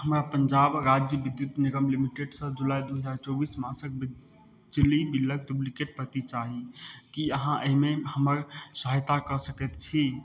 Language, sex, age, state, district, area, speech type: Maithili, male, 30-45, Bihar, Madhubani, rural, read